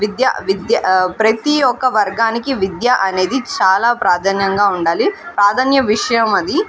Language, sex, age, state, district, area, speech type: Telugu, female, 18-30, Telangana, Mahbubnagar, urban, spontaneous